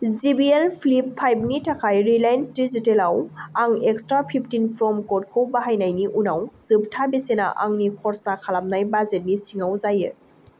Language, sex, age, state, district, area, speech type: Bodo, female, 18-30, Assam, Baksa, rural, read